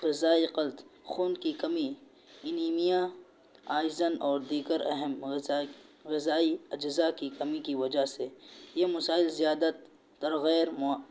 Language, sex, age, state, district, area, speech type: Urdu, male, 18-30, Uttar Pradesh, Balrampur, rural, spontaneous